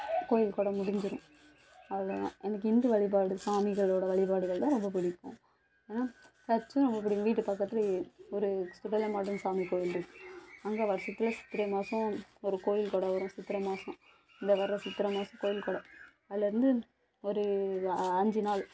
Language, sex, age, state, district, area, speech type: Tamil, female, 18-30, Tamil Nadu, Thoothukudi, urban, spontaneous